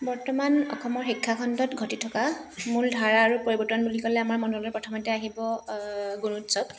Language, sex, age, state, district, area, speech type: Assamese, female, 30-45, Assam, Dibrugarh, urban, spontaneous